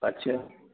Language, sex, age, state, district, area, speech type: Sindhi, male, 60+, Rajasthan, Ajmer, urban, conversation